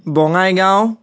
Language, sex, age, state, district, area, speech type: Assamese, male, 30-45, Assam, Biswanath, rural, spontaneous